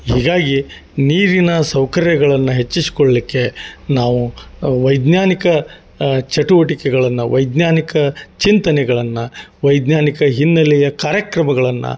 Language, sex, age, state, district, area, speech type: Kannada, male, 45-60, Karnataka, Gadag, rural, spontaneous